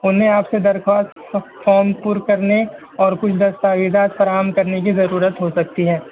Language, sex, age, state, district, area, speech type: Urdu, male, 18-30, Maharashtra, Nashik, urban, conversation